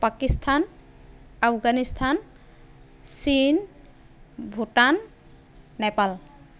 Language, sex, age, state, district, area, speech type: Assamese, female, 30-45, Assam, Dhemaji, rural, spontaneous